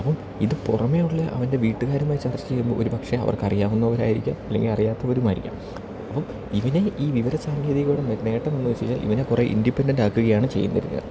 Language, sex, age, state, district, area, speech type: Malayalam, male, 30-45, Kerala, Idukki, rural, spontaneous